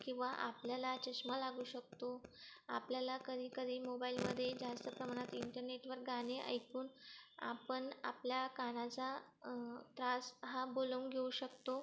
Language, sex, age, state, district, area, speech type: Marathi, female, 18-30, Maharashtra, Buldhana, rural, spontaneous